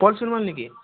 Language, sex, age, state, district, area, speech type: Assamese, male, 18-30, Assam, Tinsukia, urban, conversation